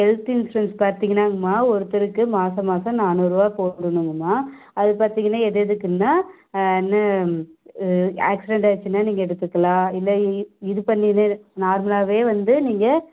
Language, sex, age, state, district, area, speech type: Tamil, female, 18-30, Tamil Nadu, Namakkal, rural, conversation